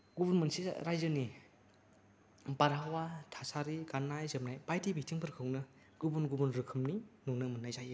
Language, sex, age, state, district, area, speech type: Bodo, male, 18-30, Assam, Kokrajhar, rural, spontaneous